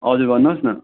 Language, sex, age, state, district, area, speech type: Nepali, male, 30-45, West Bengal, Darjeeling, rural, conversation